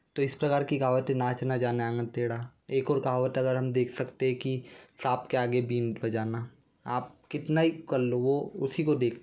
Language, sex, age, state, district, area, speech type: Hindi, male, 18-30, Madhya Pradesh, Bhopal, urban, spontaneous